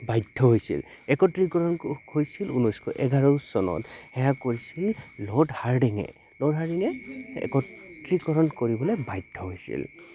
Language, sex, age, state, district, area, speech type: Assamese, male, 18-30, Assam, Goalpara, rural, spontaneous